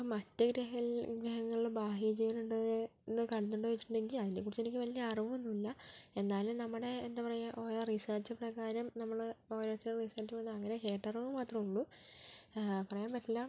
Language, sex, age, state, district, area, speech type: Malayalam, female, 18-30, Kerala, Kozhikode, urban, spontaneous